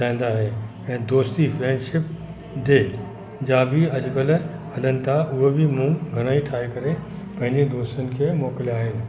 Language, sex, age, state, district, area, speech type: Sindhi, male, 60+, Uttar Pradesh, Lucknow, urban, spontaneous